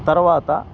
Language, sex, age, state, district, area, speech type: Telugu, male, 45-60, Andhra Pradesh, Guntur, rural, spontaneous